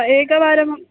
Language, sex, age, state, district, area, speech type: Sanskrit, female, 18-30, Kerala, Thrissur, rural, conversation